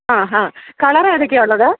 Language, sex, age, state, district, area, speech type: Malayalam, female, 30-45, Kerala, Idukki, rural, conversation